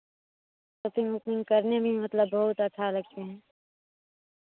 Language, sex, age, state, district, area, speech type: Hindi, female, 18-30, Bihar, Madhepura, rural, conversation